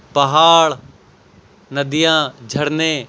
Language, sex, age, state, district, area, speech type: Urdu, male, 18-30, Delhi, South Delhi, urban, spontaneous